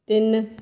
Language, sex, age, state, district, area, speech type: Punjabi, female, 60+, Punjab, Mohali, urban, read